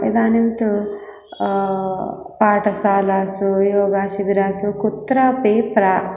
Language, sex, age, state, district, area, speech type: Sanskrit, female, 30-45, Andhra Pradesh, East Godavari, urban, spontaneous